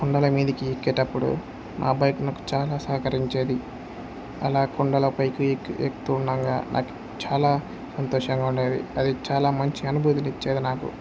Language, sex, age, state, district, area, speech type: Telugu, male, 18-30, Andhra Pradesh, Kurnool, rural, spontaneous